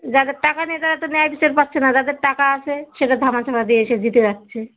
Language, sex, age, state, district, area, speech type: Bengali, female, 45-60, West Bengal, Darjeeling, urban, conversation